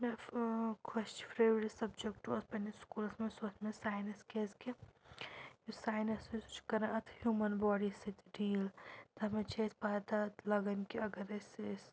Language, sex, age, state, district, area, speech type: Kashmiri, female, 30-45, Jammu and Kashmir, Anantnag, rural, spontaneous